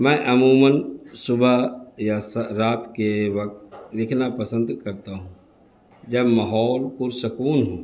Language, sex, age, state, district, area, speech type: Urdu, male, 60+, Bihar, Gaya, urban, spontaneous